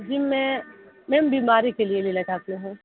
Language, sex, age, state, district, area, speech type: Hindi, female, 18-30, Uttar Pradesh, Sonbhadra, rural, conversation